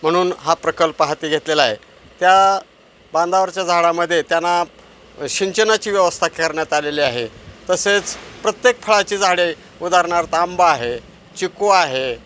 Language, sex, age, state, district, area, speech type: Marathi, male, 60+, Maharashtra, Osmanabad, rural, spontaneous